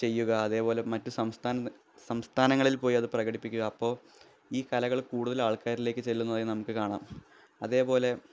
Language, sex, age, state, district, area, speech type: Malayalam, male, 18-30, Kerala, Thrissur, urban, spontaneous